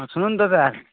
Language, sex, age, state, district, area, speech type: Odia, male, 45-60, Odisha, Nuapada, urban, conversation